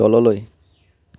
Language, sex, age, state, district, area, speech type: Assamese, male, 18-30, Assam, Tinsukia, urban, read